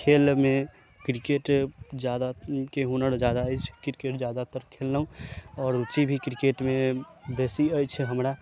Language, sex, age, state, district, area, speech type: Maithili, male, 30-45, Bihar, Sitamarhi, rural, spontaneous